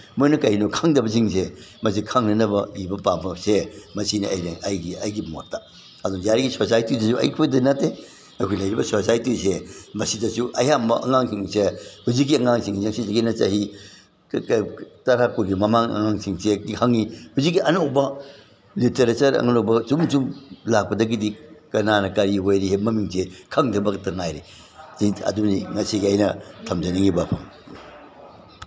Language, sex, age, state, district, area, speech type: Manipuri, male, 60+, Manipur, Imphal East, rural, spontaneous